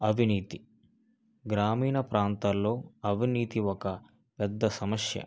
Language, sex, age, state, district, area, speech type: Telugu, male, 45-60, Andhra Pradesh, East Godavari, rural, spontaneous